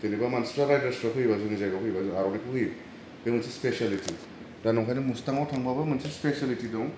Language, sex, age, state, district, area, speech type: Bodo, male, 30-45, Assam, Kokrajhar, urban, spontaneous